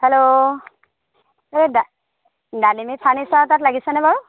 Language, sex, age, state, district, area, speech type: Assamese, female, 45-60, Assam, Jorhat, urban, conversation